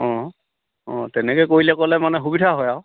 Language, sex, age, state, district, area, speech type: Assamese, male, 30-45, Assam, Sivasagar, rural, conversation